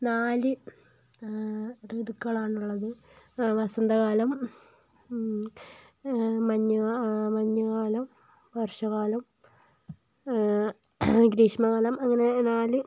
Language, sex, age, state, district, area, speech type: Malayalam, female, 45-60, Kerala, Kozhikode, urban, spontaneous